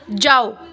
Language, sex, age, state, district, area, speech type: Punjabi, female, 18-30, Punjab, Pathankot, rural, read